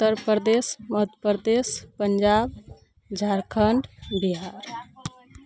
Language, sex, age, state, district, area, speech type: Maithili, female, 30-45, Bihar, Araria, rural, spontaneous